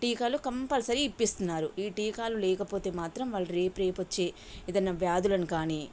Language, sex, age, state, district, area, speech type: Telugu, female, 45-60, Telangana, Sangareddy, urban, spontaneous